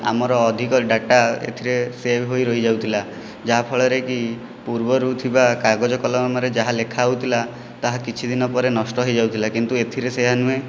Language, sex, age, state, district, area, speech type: Odia, male, 18-30, Odisha, Jajpur, rural, spontaneous